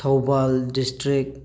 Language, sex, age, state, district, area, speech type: Manipuri, male, 18-30, Manipur, Thoubal, rural, spontaneous